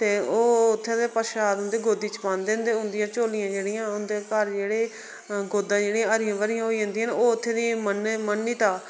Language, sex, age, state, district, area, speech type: Dogri, female, 30-45, Jammu and Kashmir, Reasi, rural, spontaneous